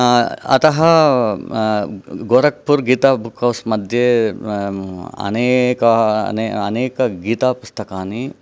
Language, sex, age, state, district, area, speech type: Sanskrit, male, 30-45, Karnataka, Chikkaballapur, urban, spontaneous